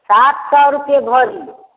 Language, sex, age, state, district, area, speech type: Maithili, female, 60+, Bihar, Darbhanga, urban, conversation